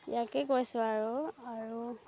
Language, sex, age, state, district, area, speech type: Assamese, female, 18-30, Assam, Dhemaji, urban, spontaneous